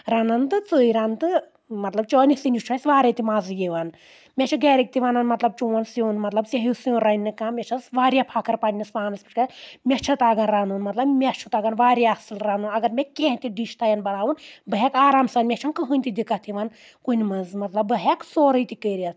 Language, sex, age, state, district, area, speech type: Kashmiri, female, 18-30, Jammu and Kashmir, Anantnag, rural, spontaneous